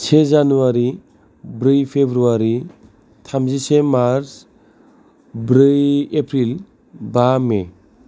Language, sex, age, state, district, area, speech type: Bodo, male, 30-45, Assam, Kokrajhar, rural, spontaneous